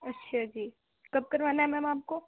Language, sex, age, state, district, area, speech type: Urdu, female, 18-30, Delhi, Central Delhi, rural, conversation